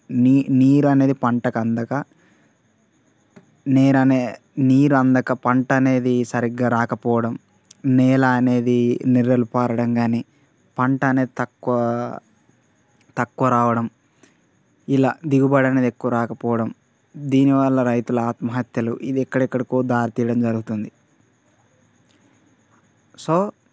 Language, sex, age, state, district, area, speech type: Telugu, male, 18-30, Telangana, Mancherial, rural, spontaneous